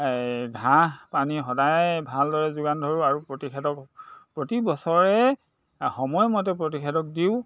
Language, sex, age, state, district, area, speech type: Assamese, male, 60+, Assam, Dhemaji, urban, spontaneous